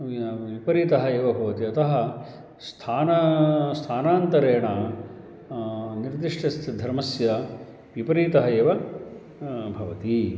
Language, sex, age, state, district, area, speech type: Sanskrit, male, 45-60, Karnataka, Uttara Kannada, rural, spontaneous